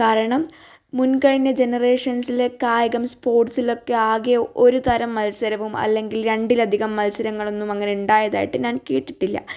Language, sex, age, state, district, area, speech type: Malayalam, female, 30-45, Kerala, Wayanad, rural, spontaneous